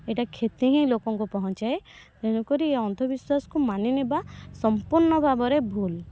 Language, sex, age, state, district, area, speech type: Odia, female, 18-30, Odisha, Kendrapara, urban, spontaneous